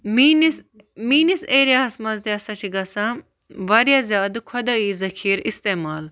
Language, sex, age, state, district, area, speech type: Kashmiri, female, 18-30, Jammu and Kashmir, Baramulla, rural, spontaneous